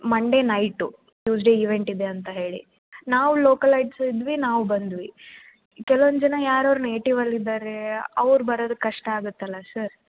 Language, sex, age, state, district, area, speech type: Kannada, female, 18-30, Karnataka, Gulbarga, urban, conversation